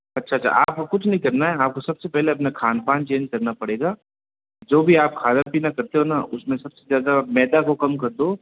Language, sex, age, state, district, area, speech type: Hindi, male, 45-60, Rajasthan, Jodhpur, urban, conversation